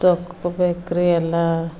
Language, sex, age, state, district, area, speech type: Kannada, female, 45-60, Karnataka, Bidar, rural, spontaneous